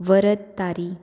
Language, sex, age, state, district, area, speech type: Goan Konkani, female, 18-30, Goa, Murmgao, urban, spontaneous